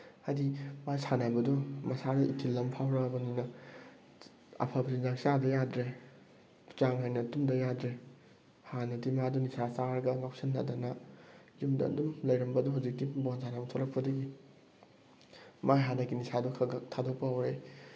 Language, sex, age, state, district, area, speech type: Manipuri, male, 18-30, Manipur, Thoubal, rural, spontaneous